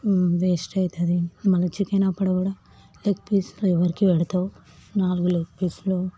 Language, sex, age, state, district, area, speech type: Telugu, female, 18-30, Telangana, Hyderabad, urban, spontaneous